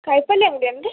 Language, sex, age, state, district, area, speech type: Kannada, female, 18-30, Karnataka, Dharwad, urban, conversation